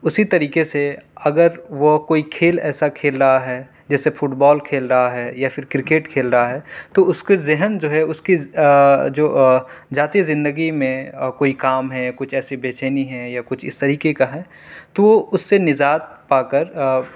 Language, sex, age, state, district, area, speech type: Urdu, male, 18-30, Delhi, South Delhi, urban, spontaneous